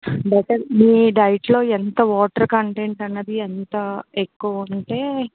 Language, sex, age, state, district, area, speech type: Telugu, female, 18-30, Telangana, Mancherial, rural, conversation